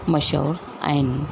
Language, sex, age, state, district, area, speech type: Sindhi, female, 45-60, Rajasthan, Ajmer, urban, spontaneous